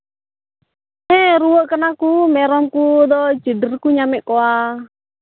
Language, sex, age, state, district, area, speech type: Santali, female, 18-30, Jharkhand, Pakur, rural, conversation